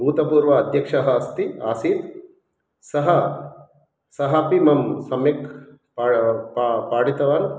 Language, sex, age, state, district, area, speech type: Sanskrit, male, 30-45, Telangana, Hyderabad, urban, spontaneous